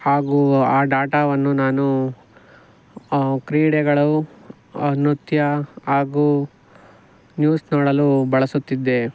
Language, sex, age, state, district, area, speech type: Kannada, male, 18-30, Karnataka, Tumkur, rural, spontaneous